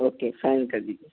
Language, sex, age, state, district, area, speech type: Urdu, male, 18-30, Telangana, Hyderabad, urban, conversation